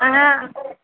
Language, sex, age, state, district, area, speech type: Bengali, female, 18-30, West Bengal, Kolkata, urban, conversation